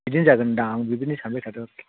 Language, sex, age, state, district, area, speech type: Bodo, other, 60+, Assam, Chirang, rural, conversation